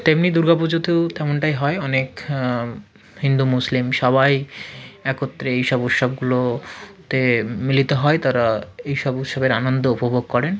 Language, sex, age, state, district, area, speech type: Bengali, male, 45-60, West Bengal, South 24 Parganas, rural, spontaneous